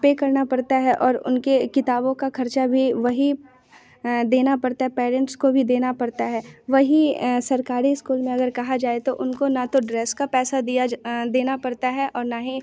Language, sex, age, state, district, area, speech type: Hindi, female, 18-30, Bihar, Muzaffarpur, rural, spontaneous